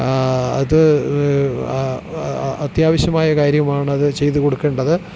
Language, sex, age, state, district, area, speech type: Malayalam, male, 45-60, Kerala, Thiruvananthapuram, urban, spontaneous